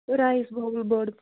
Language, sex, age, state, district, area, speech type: Kashmiri, female, 45-60, Jammu and Kashmir, Bandipora, rural, conversation